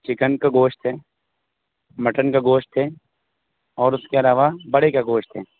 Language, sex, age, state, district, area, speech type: Urdu, male, 18-30, Uttar Pradesh, Saharanpur, urban, conversation